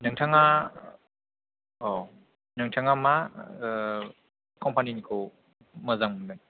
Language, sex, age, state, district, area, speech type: Bodo, male, 18-30, Assam, Kokrajhar, rural, conversation